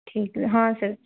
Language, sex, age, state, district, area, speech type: Hindi, female, 30-45, Uttar Pradesh, Ayodhya, rural, conversation